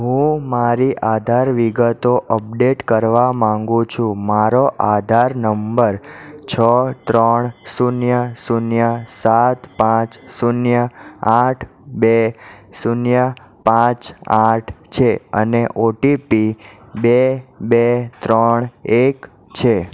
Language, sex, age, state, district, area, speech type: Gujarati, male, 18-30, Gujarat, Ahmedabad, urban, read